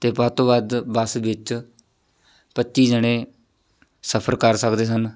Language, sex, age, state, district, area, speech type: Punjabi, male, 18-30, Punjab, Shaheed Bhagat Singh Nagar, rural, spontaneous